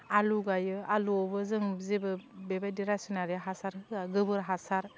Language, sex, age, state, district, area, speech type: Bodo, female, 30-45, Assam, Udalguri, urban, spontaneous